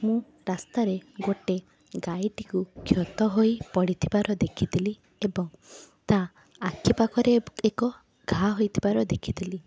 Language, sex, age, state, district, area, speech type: Odia, female, 18-30, Odisha, Cuttack, urban, spontaneous